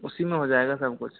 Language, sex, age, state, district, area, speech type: Hindi, male, 60+, Rajasthan, Karauli, rural, conversation